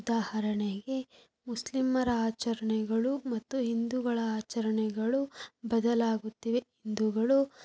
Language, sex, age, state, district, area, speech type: Kannada, female, 18-30, Karnataka, Tumkur, urban, spontaneous